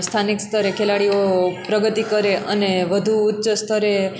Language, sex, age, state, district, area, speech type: Gujarati, female, 18-30, Gujarat, Junagadh, rural, spontaneous